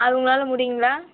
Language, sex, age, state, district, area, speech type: Tamil, female, 18-30, Tamil Nadu, Vellore, urban, conversation